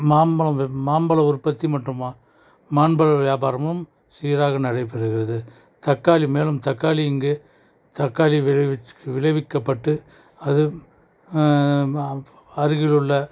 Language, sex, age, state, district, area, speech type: Tamil, male, 45-60, Tamil Nadu, Krishnagiri, rural, spontaneous